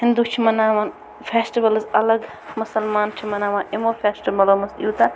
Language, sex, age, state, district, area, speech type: Kashmiri, female, 18-30, Jammu and Kashmir, Bandipora, rural, spontaneous